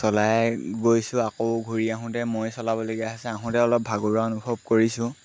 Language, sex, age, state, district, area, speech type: Assamese, male, 18-30, Assam, Lakhimpur, rural, spontaneous